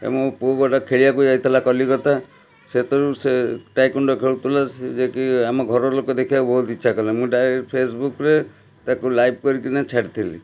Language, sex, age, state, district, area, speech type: Odia, male, 45-60, Odisha, Cuttack, urban, spontaneous